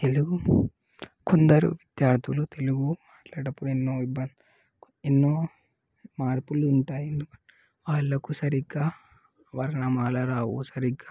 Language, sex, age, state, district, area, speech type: Telugu, male, 18-30, Telangana, Nalgonda, urban, spontaneous